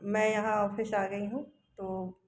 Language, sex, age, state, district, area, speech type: Hindi, female, 30-45, Madhya Pradesh, Jabalpur, urban, spontaneous